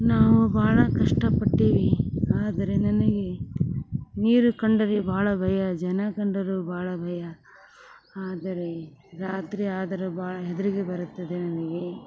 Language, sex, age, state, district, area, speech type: Kannada, female, 30-45, Karnataka, Gadag, urban, spontaneous